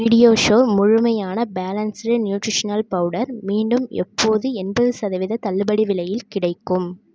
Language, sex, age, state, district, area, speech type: Tamil, female, 18-30, Tamil Nadu, Tiruvarur, rural, read